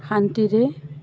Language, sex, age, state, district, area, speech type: Assamese, female, 45-60, Assam, Goalpara, urban, spontaneous